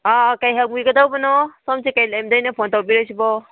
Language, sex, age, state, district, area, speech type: Manipuri, female, 30-45, Manipur, Kangpokpi, urban, conversation